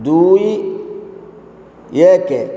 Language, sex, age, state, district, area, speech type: Odia, male, 60+, Odisha, Kendrapara, urban, read